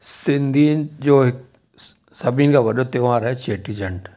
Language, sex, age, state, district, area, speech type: Sindhi, male, 60+, Rajasthan, Ajmer, urban, spontaneous